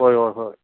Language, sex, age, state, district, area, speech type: Manipuri, male, 60+, Manipur, Kangpokpi, urban, conversation